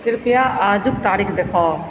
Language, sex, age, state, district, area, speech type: Maithili, female, 45-60, Bihar, Supaul, rural, read